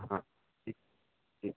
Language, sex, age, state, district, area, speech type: Marathi, male, 30-45, Maharashtra, Amravati, urban, conversation